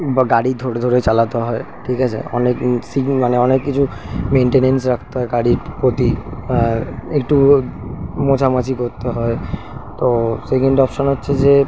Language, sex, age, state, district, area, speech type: Bengali, male, 30-45, West Bengal, Kolkata, urban, spontaneous